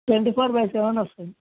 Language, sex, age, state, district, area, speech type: Telugu, male, 18-30, Telangana, Ranga Reddy, urban, conversation